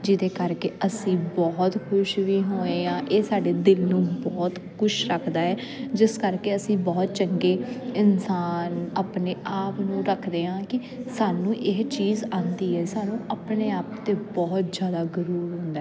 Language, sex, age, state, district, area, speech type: Punjabi, female, 18-30, Punjab, Jalandhar, urban, spontaneous